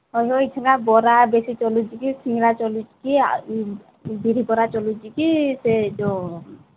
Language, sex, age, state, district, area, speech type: Odia, female, 18-30, Odisha, Sambalpur, rural, conversation